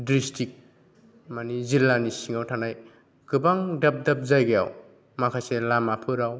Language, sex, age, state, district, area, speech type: Bodo, male, 30-45, Assam, Kokrajhar, rural, spontaneous